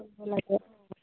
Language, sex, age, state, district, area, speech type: Assamese, female, 18-30, Assam, Goalpara, urban, conversation